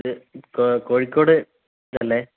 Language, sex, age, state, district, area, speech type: Malayalam, male, 18-30, Kerala, Kozhikode, rural, conversation